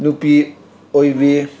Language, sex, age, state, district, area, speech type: Manipuri, male, 18-30, Manipur, Senapati, rural, spontaneous